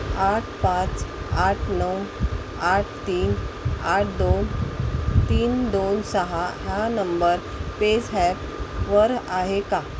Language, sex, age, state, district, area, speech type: Marathi, female, 45-60, Maharashtra, Mumbai Suburban, urban, read